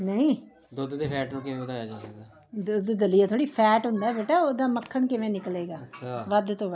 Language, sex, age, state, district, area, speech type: Punjabi, female, 60+, Punjab, Jalandhar, urban, spontaneous